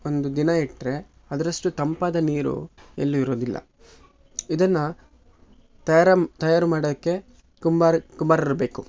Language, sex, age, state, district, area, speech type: Kannada, male, 18-30, Karnataka, Shimoga, rural, spontaneous